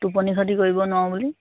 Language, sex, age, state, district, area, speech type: Assamese, female, 30-45, Assam, Dhemaji, rural, conversation